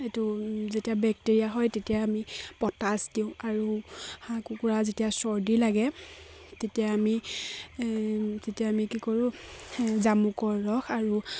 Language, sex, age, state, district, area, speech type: Assamese, female, 30-45, Assam, Charaideo, rural, spontaneous